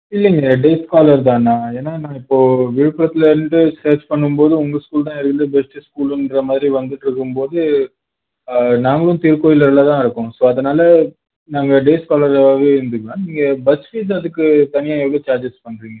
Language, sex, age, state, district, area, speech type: Tamil, male, 18-30, Tamil Nadu, Viluppuram, urban, conversation